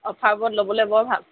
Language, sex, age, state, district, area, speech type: Assamese, female, 18-30, Assam, Sivasagar, rural, conversation